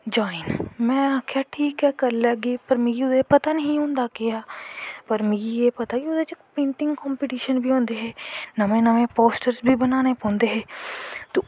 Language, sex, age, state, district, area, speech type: Dogri, female, 18-30, Jammu and Kashmir, Kathua, rural, spontaneous